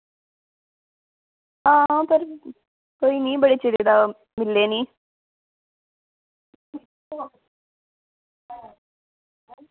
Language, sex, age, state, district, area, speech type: Dogri, female, 18-30, Jammu and Kashmir, Udhampur, rural, conversation